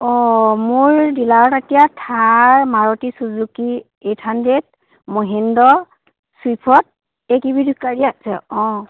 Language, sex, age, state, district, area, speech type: Assamese, female, 60+, Assam, Dhemaji, rural, conversation